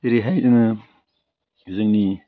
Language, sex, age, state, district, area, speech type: Bodo, male, 60+, Assam, Udalguri, urban, spontaneous